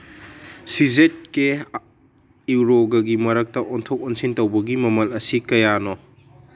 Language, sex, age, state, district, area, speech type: Manipuri, male, 18-30, Manipur, Kangpokpi, urban, read